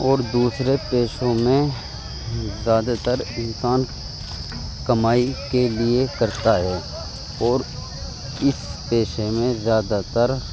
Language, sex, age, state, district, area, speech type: Urdu, male, 18-30, Uttar Pradesh, Muzaffarnagar, urban, spontaneous